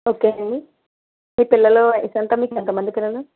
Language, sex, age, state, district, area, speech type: Telugu, female, 18-30, Andhra Pradesh, East Godavari, rural, conversation